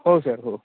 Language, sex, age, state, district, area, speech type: Marathi, male, 18-30, Maharashtra, Sindhudurg, rural, conversation